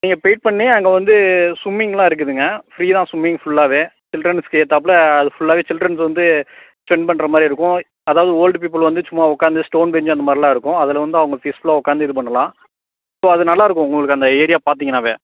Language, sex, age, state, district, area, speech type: Tamil, male, 18-30, Tamil Nadu, Tiruppur, rural, conversation